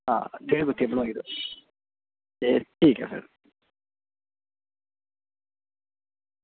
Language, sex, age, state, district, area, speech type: Dogri, male, 18-30, Jammu and Kashmir, Samba, rural, conversation